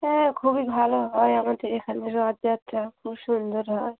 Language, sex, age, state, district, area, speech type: Bengali, female, 45-60, West Bengal, Dakshin Dinajpur, urban, conversation